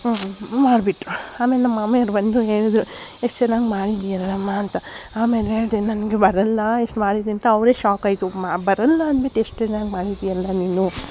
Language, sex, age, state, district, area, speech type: Kannada, female, 45-60, Karnataka, Davanagere, urban, spontaneous